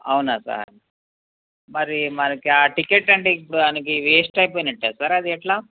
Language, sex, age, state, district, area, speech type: Telugu, male, 30-45, Andhra Pradesh, Krishna, urban, conversation